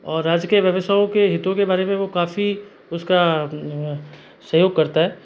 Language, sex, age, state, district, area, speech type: Hindi, male, 30-45, Rajasthan, Jodhpur, urban, spontaneous